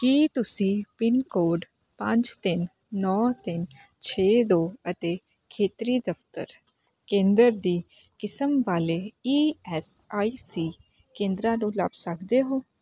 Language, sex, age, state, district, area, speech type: Punjabi, female, 18-30, Punjab, Hoshiarpur, rural, read